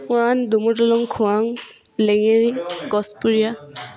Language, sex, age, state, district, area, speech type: Assamese, female, 18-30, Assam, Dibrugarh, rural, spontaneous